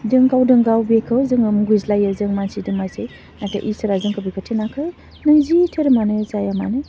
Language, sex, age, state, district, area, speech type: Bodo, female, 45-60, Assam, Udalguri, urban, spontaneous